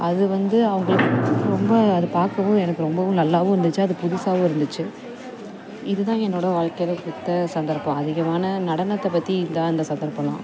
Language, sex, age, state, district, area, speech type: Tamil, female, 18-30, Tamil Nadu, Perambalur, urban, spontaneous